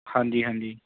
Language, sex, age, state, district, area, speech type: Punjabi, male, 18-30, Punjab, Mansa, rural, conversation